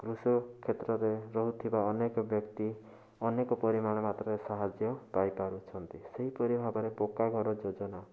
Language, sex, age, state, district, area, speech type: Odia, male, 30-45, Odisha, Bhadrak, rural, spontaneous